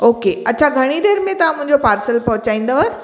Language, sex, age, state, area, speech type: Sindhi, female, 30-45, Chhattisgarh, urban, spontaneous